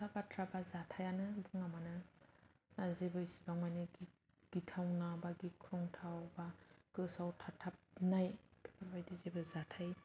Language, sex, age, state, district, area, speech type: Bodo, female, 30-45, Assam, Kokrajhar, rural, spontaneous